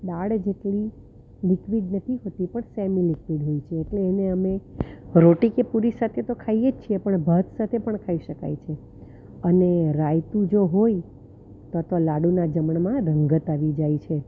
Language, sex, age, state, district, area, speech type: Gujarati, female, 60+, Gujarat, Valsad, urban, spontaneous